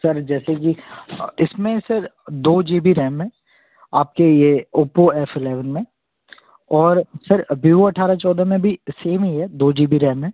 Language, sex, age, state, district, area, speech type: Hindi, male, 18-30, Madhya Pradesh, Jabalpur, urban, conversation